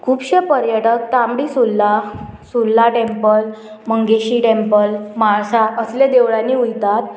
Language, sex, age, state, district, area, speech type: Goan Konkani, female, 18-30, Goa, Murmgao, urban, spontaneous